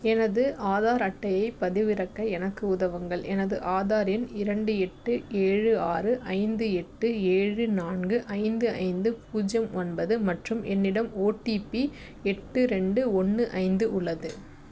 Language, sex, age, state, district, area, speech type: Tamil, female, 18-30, Tamil Nadu, Tiruvallur, rural, read